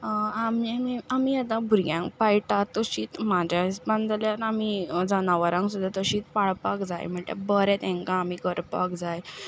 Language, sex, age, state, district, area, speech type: Goan Konkani, female, 45-60, Goa, Ponda, rural, spontaneous